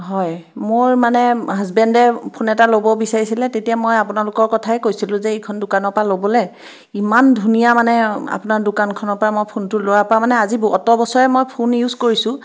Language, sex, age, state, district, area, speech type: Assamese, female, 30-45, Assam, Biswanath, rural, spontaneous